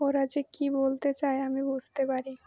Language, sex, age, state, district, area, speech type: Bengali, female, 18-30, West Bengal, Uttar Dinajpur, urban, spontaneous